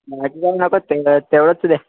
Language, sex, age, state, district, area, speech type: Marathi, male, 18-30, Maharashtra, Sangli, urban, conversation